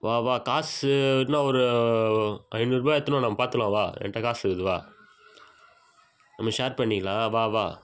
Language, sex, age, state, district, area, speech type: Tamil, male, 18-30, Tamil Nadu, Viluppuram, rural, spontaneous